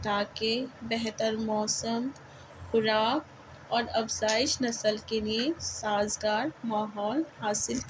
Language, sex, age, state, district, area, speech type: Urdu, female, 45-60, Delhi, South Delhi, urban, spontaneous